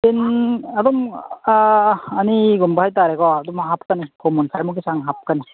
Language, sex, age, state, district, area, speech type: Manipuri, male, 45-60, Manipur, Churachandpur, rural, conversation